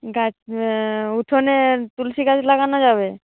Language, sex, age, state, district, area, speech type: Bengali, female, 45-60, West Bengal, Paschim Medinipur, urban, conversation